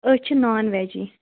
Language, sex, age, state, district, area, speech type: Kashmiri, female, 18-30, Jammu and Kashmir, Kupwara, rural, conversation